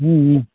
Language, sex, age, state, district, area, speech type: Hindi, male, 18-30, Uttar Pradesh, Jaunpur, rural, conversation